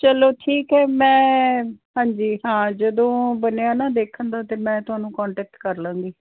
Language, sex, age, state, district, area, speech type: Punjabi, female, 60+, Punjab, Fazilka, rural, conversation